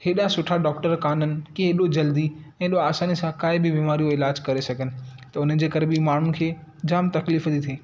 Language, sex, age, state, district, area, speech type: Sindhi, male, 18-30, Maharashtra, Thane, urban, spontaneous